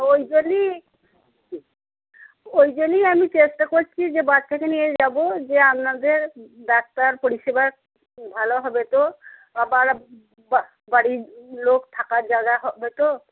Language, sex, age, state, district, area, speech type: Bengali, female, 60+, West Bengal, Cooch Behar, rural, conversation